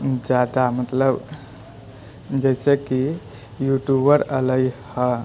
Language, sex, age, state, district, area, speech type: Maithili, male, 45-60, Bihar, Purnia, rural, spontaneous